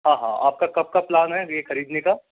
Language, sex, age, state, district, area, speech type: Hindi, male, 45-60, Madhya Pradesh, Bhopal, urban, conversation